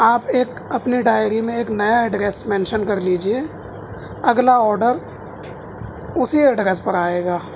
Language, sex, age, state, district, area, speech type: Urdu, male, 18-30, Delhi, South Delhi, urban, spontaneous